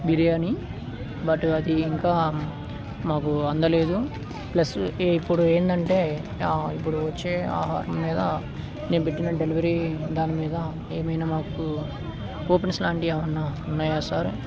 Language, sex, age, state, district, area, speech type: Telugu, male, 18-30, Telangana, Khammam, urban, spontaneous